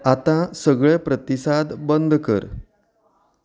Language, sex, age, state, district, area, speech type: Goan Konkani, male, 30-45, Goa, Canacona, rural, read